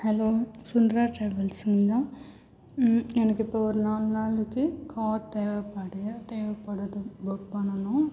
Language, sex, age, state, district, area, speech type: Tamil, female, 60+, Tamil Nadu, Cuddalore, urban, spontaneous